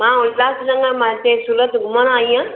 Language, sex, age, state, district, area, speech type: Sindhi, female, 60+, Gujarat, Surat, urban, conversation